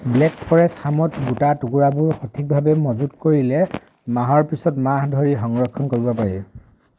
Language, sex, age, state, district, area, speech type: Assamese, male, 18-30, Assam, Dhemaji, rural, read